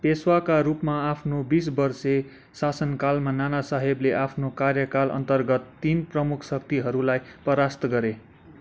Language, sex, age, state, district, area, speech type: Nepali, male, 18-30, West Bengal, Kalimpong, rural, read